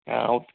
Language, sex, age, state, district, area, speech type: Punjabi, male, 45-60, Punjab, Barnala, rural, conversation